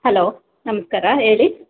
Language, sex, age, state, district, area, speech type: Kannada, female, 30-45, Karnataka, Kolar, rural, conversation